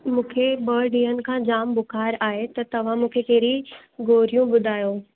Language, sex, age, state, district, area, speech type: Sindhi, female, 18-30, Maharashtra, Mumbai Suburban, urban, conversation